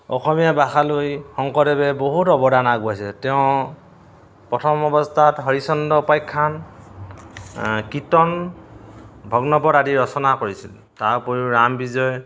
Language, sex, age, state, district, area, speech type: Assamese, male, 45-60, Assam, Dhemaji, rural, spontaneous